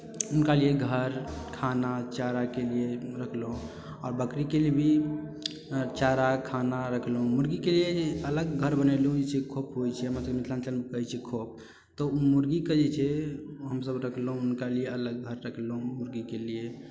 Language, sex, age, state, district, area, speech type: Maithili, male, 18-30, Bihar, Darbhanga, rural, spontaneous